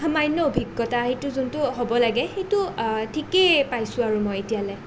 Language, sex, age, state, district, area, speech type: Assamese, female, 18-30, Assam, Nalbari, rural, spontaneous